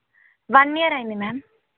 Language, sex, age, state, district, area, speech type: Telugu, female, 18-30, Telangana, Yadadri Bhuvanagiri, urban, conversation